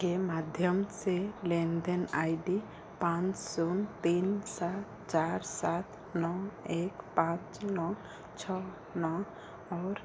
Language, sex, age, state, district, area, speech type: Hindi, female, 45-60, Madhya Pradesh, Chhindwara, rural, read